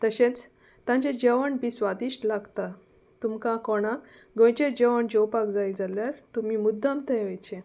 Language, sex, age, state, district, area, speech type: Goan Konkani, female, 30-45, Goa, Salcete, rural, spontaneous